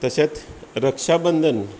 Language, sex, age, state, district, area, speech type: Goan Konkani, male, 45-60, Goa, Bardez, rural, spontaneous